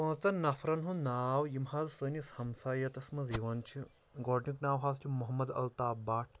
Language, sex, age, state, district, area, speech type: Kashmiri, male, 30-45, Jammu and Kashmir, Shopian, rural, spontaneous